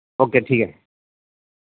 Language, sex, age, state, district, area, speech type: Urdu, male, 30-45, Bihar, East Champaran, urban, conversation